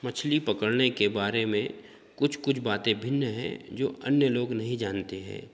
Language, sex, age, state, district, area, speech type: Hindi, male, 30-45, Madhya Pradesh, Betul, rural, spontaneous